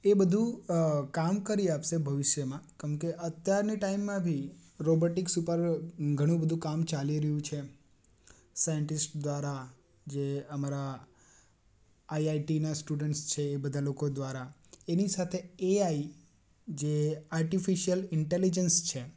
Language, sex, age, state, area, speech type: Gujarati, male, 18-30, Gujarat, urban, spontaneous